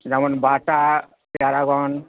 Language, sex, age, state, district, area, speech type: Bengali, male, 45-60, West Bengal, Hooghly, rural, conversation